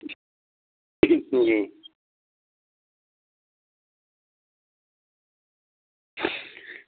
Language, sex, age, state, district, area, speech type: Dogri, male, 30-45, Jammu and Kashmir, Reasi, rural, conversation